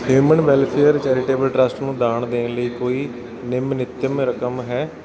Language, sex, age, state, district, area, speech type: Punjabi, male, 45-60, Punjab, Bathinda, urban, read